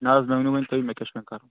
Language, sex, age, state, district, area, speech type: Kashmiri, male, 18-30, Jammu and Kashmir, Kulgam, rural, conversation